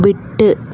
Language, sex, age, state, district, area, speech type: Tamil, female, 18-30, Tamil Nadu, Chennai, urban, read